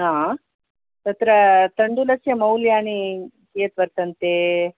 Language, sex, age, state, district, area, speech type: Sanskrit, female, 60+, Karnataka, Mysore, urban, conversation